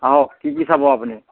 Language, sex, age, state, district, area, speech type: Assamese, male, 45-60, Assam, Sivasagar, rural, conversation